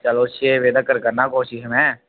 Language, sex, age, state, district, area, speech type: Dogri, male, 18-30, Jammu and Kashmir, Udhampur, rural, conversation